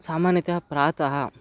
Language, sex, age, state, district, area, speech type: Sanskrit, male, 18-30, Karnataka, Chikkamagaluru, rural, spontaneous